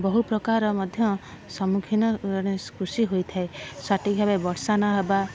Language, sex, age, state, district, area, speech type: Odia, female, 18-30, Odisha, Kendrapara, urban, spontaneous